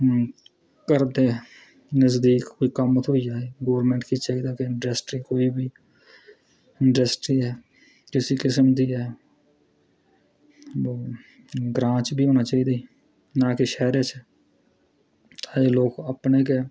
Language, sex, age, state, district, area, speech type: Dogri, male, 30-45, Jammu and Kashmir, Udhampur, rural, spontaneous